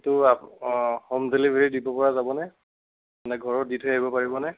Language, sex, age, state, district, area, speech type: Assamese, male, 45-60, Assam, Nagaon, rural, conversation